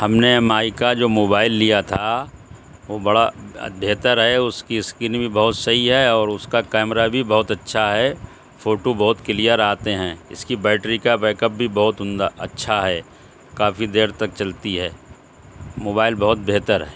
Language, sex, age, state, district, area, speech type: Urdu, male, 60+, Uttar Pradesh, Shahjahanpur, rural, spontaneous